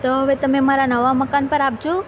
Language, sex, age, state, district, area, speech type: Gujarati, female, 18-30, Gujarat, Valsad, urban, spontaneous